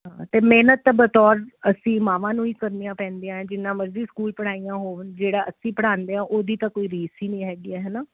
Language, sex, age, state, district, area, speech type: Punjabi, female, 30-45, Punjab, Jalandhar, urban, conversation